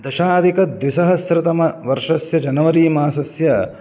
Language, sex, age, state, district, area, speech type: Sanskrit, male, 30-45, Karnataka, Udupi, urban, spontaneous